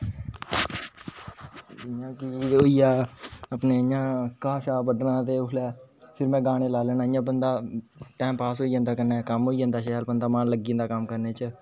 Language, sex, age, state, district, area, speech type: Dogri, male, 18-30, Jammu and Kashmir, Kathua, rural, spontaneous